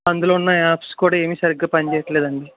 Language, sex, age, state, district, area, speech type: Telugu, male, 18-30, Andhra Pradesh, West Godavari, rural, conversation